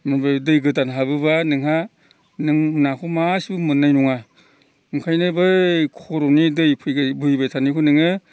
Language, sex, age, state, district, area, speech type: Bodo, male, 60+, Assam, Udalguri, rural, spontaneous